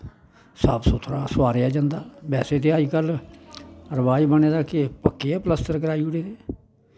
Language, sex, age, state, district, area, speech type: Dogri, male, 60+, Jammu and Kashmir, Samba, rural, spontaneous